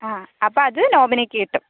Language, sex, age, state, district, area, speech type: Malayalam, female, 30-45, Kerala, Palakkad, rural, conversation